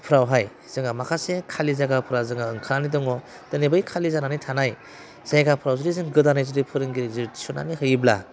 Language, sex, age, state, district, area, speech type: Bodo, male, 30-45, Assam, Udalguri, urban, spontaneous